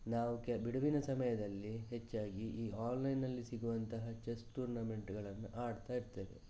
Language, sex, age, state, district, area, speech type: Kannada, male, 18-30, Karnataka, Shimoga, rural, spontaneous